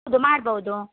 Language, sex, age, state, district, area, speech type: Kannada, female, 30-45, Karnataka, Shimoga, rural, conversation